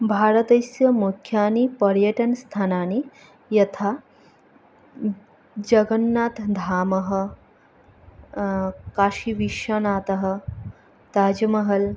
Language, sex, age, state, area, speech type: Sanskrit, female, 18-30, Tripura, rural, spontaneous